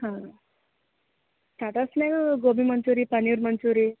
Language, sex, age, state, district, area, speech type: Kannada, female, 18-30, Karnataka, Gulbarga, urban, conversation